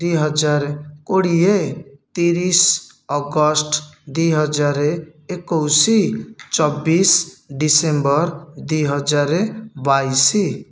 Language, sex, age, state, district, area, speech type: Odia, male, 30-45, Odisha, Jajpur, rural, spontaneous